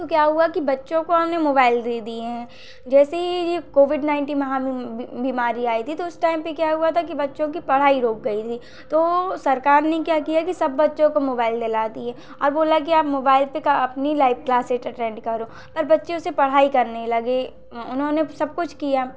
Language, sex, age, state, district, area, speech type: Hindi, female, 18-30, Madhya Pradesh, Hoshangabad, rural, spontaneous